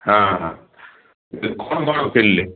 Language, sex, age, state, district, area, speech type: Odia, male, 60+, Odisha, Gajapati, rural, conversation